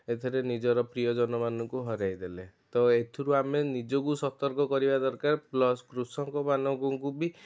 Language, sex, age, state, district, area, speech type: Odia, male, 30-45, Odisha, Cuttack, urban, spontaneous